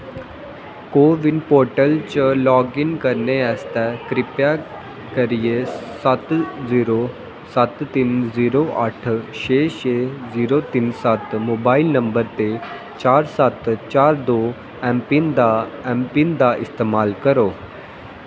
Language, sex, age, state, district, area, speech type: Dogri, male, 18-30, Jammu and Kashmir, Jammu, rural, read